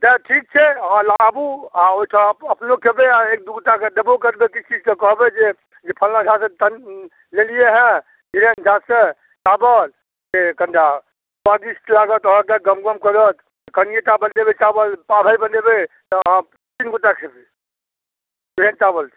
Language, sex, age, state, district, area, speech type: Maithili, male, 45-60, Bihar, Saharsa, rural, conversation